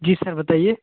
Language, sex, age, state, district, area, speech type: Hindi, male, 30-45, Uttar Pradesh, Jaunpur, rural, conversation